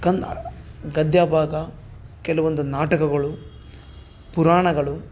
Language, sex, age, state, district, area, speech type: Kannada, male, 30-45, Karnataka, Bellary, rural, spontaneous